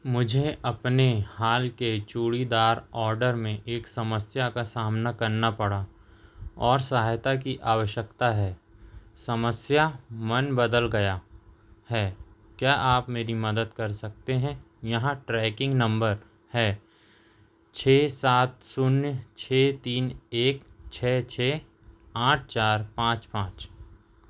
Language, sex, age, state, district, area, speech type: Hindi, male, 30-45, Madhya Pradesh, Seoni, urban, read